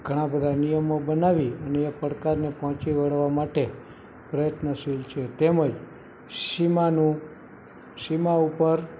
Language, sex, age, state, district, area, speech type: Gujarati, male, 18-30, Gujarat, Morbi, urban, spontaneous